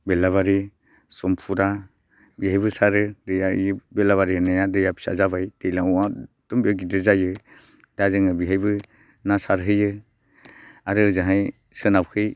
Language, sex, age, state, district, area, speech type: Bodo, male, 45-60, Assam, Baksa, rural, spontaneous